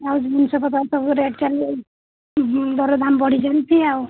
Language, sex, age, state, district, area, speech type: Odia, female, 45-60, Odisha, Sundergarh, rural, conversation